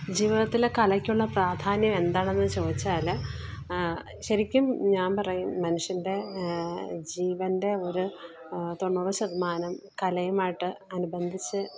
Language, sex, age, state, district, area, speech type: Malayalam, female, 45-60, Kerala, Alappuzha, rural, spontaneous